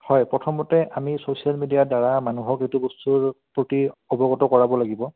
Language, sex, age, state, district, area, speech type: Assamese, male, 30-45, Assam, Udalguri, rural, conversation